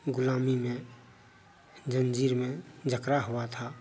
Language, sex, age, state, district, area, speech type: Hindi, male, 30-45, Bihar, Madhepura, rural, spontaneous